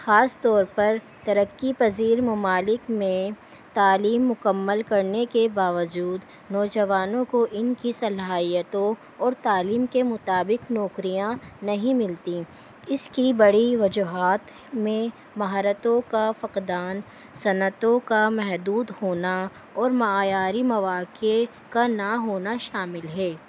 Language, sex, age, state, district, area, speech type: Urdu, female, 18-30, Delhi, New Delhi, urban, spontaneous